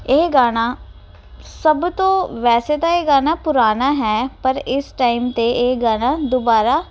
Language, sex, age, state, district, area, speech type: Punjabi, female, 30-45, Punjab, Ludhiana, urban, spontaneous